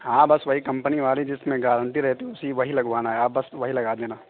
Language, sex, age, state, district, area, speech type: Urdu, male, 18-30, Uttar Pradesh, Saharanpur, urban, conversation